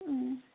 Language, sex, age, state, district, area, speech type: Kannada, female, 18-30, Karnataka, Davanagere, rural, conversation